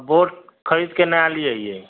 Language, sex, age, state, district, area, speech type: Maithili, male, 30-45, Bihar, Sitamarhi, urban, conversation